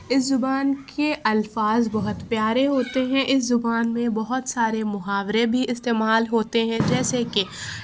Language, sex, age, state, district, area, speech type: Urdu, female, 30-45, Uttar Pradesh, Lucknow, rural, spontaneous